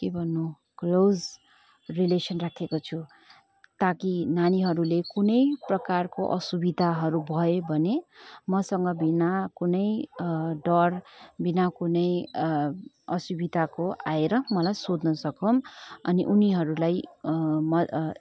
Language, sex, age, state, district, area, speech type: Nepali, female, 18-30, West Bengal, Kalimpong, rural, spontaneous